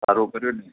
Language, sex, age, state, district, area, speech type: Gujarati, male, 60+, Gujarat, Morbi, urban, conversation